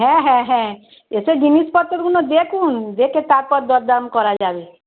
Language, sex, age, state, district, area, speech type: Bengali, female, 45-60, West Bengal, Darjeeling, rural, conversation